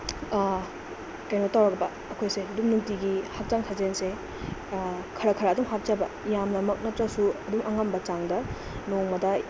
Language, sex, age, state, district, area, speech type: Manipuri, female, 18-30, Manipur, Bishnupur, rural, spontaneous